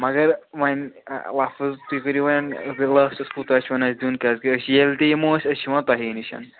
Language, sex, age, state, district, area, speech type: Kashmiri, male, 30-45, Jammu and Kashmir, Srinagar, urban, conversation